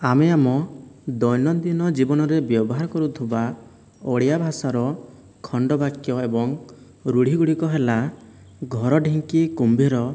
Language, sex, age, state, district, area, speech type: Odia, male, 18-30, Odisha, Boudh, rural, spontaneous